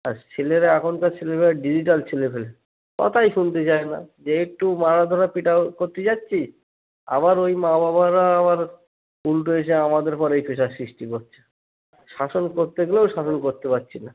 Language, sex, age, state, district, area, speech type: Bengali, male, 30-45, West Bengal, Cooch Behar, urban, conversation